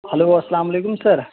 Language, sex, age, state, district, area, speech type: Kashmiri, male, 18-30, Jammu and Kashmir, Shopian, rural, conversation